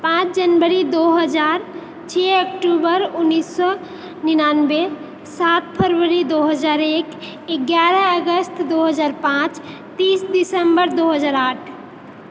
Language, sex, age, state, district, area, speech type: Maithili, female, 30-45, Bihar, Purnia, rural, spontaneous